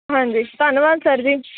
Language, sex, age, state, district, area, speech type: Punjabi, female, 18-30, Punjab, Firozpur, urban, conversation